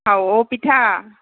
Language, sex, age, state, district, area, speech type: Assamese, female, 18-30, Assam, Nalbari, rural, conversation